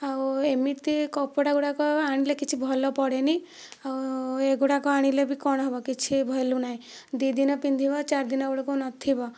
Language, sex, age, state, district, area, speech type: Odia, female, 18-30, Odisha, Kandhamal, rural, spontaneous